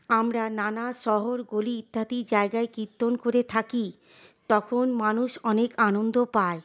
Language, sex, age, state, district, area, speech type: Bengali, female, 30-45, West Bengal, Paschim Bardhaman, urban, spontaneous